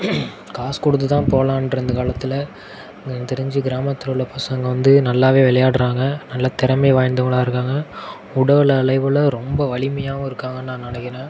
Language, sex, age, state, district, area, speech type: Tamil, male, 18-30, Tamil Nadu, Nagapattinam, rural, spontaneous